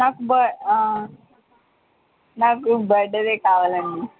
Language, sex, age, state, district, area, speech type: Telugu, female, 18-30, Telangana, Mahbubnagar, urban, conversation